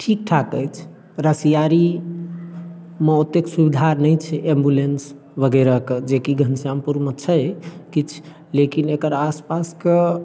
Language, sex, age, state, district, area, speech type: Maithili, male, 30-45, Bihar, Darbhanga, rural, spontaneous